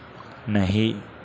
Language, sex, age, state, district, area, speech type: Hindi, male, 30-45, Madhya Pradesh, Harda, urban, read